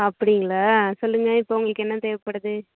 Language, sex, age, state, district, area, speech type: Tamil, female, 18-30, Tamil Nadu, Nagapattinam, rural, conversation